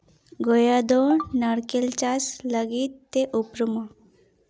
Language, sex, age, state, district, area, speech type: Santali, female, 18-30, West Bengal, Paschim Bardhaman, rural, read